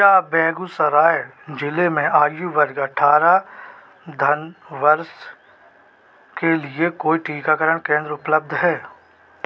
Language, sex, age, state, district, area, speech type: Hindi, male, 30-45, Madhya Pradesh, Seoni, urban, read